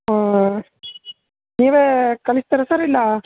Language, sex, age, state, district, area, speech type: Kannada, male, 18-30, Karnataka, Chamarajanagar, rural, conversation